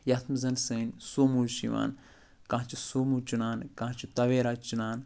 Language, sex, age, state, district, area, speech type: Kashmiri, male, 45-60, Jammu and Kashmir, Budgam, rural, spontaneous